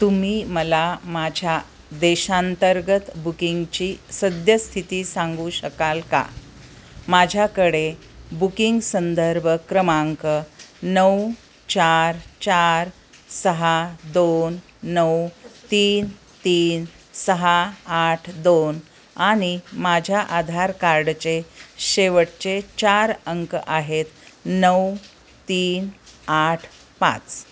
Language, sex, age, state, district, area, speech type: Marathi, female, 45-60, Maharashtra, Osmanabad, rural, read